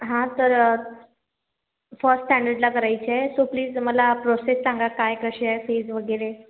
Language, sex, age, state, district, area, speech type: Marathi, female, 18-30, Maharashtra, Washim, rural, conversation